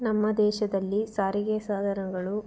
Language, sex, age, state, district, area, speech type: Kannada, female, 18-30, Karnataka, Tumkur, urban, spontaneous